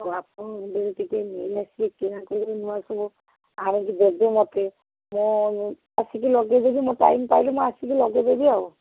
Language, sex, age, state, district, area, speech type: Odia, female, 60+, Odisha, Gajapati, rural, conversation